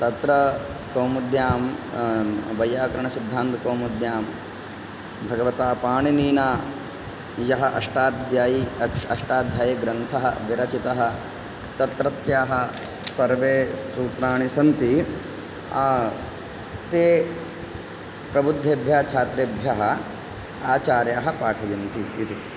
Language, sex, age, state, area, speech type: Sanskrit, male, 18-30, Madhya Pradesh, rural, spontaneous